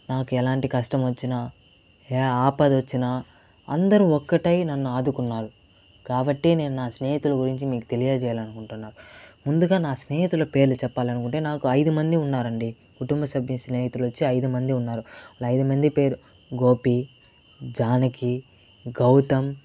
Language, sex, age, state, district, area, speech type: Telugu, male, 45-60, Andhra Pradesh, Chittoor, urban, spontaneous